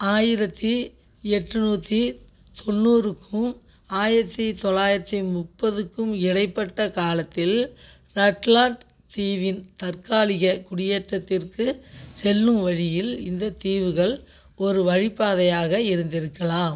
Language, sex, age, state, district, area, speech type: Tamil, female, 60+, Tamil Nadu, Tiruchirappalli, rural, read